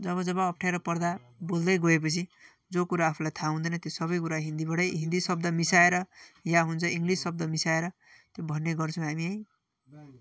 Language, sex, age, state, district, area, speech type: Nepali, male, 45-60, West Bengal, Darjeeling, rural, spontaneous